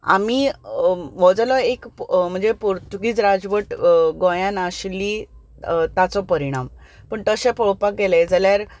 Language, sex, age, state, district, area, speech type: Goan Konkani, female, 30-45, Goa, Ponda, rural, spontaneous